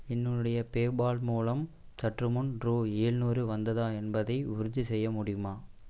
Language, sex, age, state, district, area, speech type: Tamil, male, 18-30, Tamil Nadu, Coimbatore, rural, read